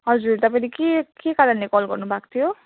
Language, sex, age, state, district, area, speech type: Nepali, female, 18-30, West Bengal, Jalpaiguri, urban, conversation